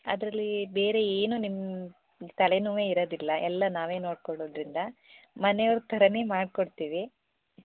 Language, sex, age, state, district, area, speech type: Kannada, female, 18-30, Karnataka, Shimoga, rural, conversation